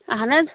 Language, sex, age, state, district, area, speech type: Kashmiri, female, 18-30, Jammu and Kashmir, Kulgam, rural, conversation